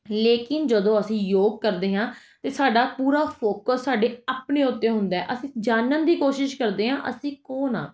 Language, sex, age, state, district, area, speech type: Punjabi, female, 30-45, Punjab, Jalandhar, urban, spontaneous